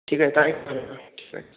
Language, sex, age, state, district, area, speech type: Bengali, male, 18-30, West Bengal, Hooghly, urban, conversation